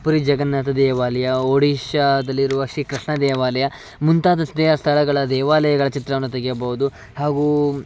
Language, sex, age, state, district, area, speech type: Kannada, male, 18-30, Karnataka, Uttara Kannada, rural, spontaneous